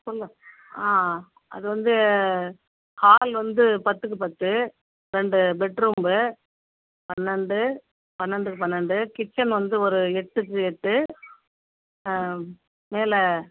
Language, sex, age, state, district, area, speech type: Tamil, female, 45-60, Tamil Nadu, Viluppuram, rural, conversation